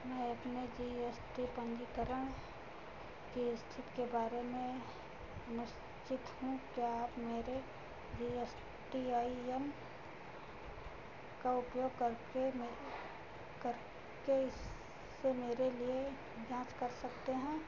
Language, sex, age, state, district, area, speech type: Hindi, female, 60+, Uttar Pradesh, Ayodhya, urban, read